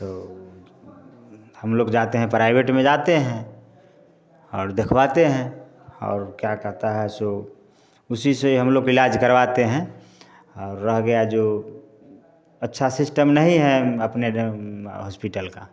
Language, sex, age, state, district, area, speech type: Hindi, male, 45-60, Bihar, Samastipur, urban, spontaneous